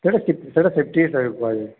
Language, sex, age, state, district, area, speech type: Odia, female, 30-45, Odisha, Balangir, urban, conversation